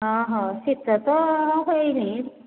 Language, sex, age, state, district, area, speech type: Odia, female, 45-60, Odisha, Angul, rural, conversation